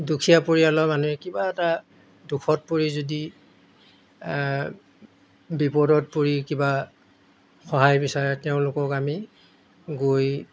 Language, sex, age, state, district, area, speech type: Assamese, male, 60+, Assam, Golaghat, urban, spontaneous